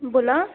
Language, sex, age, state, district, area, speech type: Marathi, female, 18-30, Maharashtra, Ratnagiri, rural, conversation